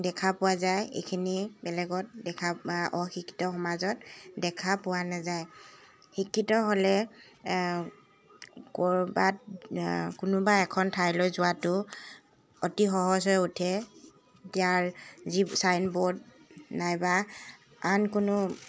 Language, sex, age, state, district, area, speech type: Assamese, female, 18-30, Assam, Dibrugarh, urban, spontaneous